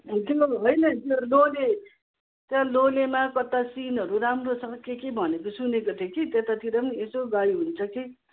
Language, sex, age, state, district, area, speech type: Nepali, female, 60+, West Bengal, Kalimpong, rural, conversation